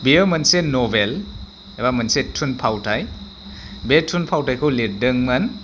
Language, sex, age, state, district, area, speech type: Bodo, male, 30-45, Assam, Chirang, rural, spontaneous